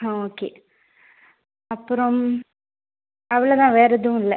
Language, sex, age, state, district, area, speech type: Tamil, female, 30-45, Tamil Nadu, Ariyalur, rural, conversation